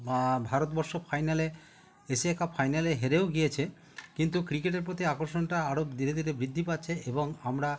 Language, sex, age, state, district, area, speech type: Bengali, male, 45-60, West Bengal, Howrah, urban, spontaneous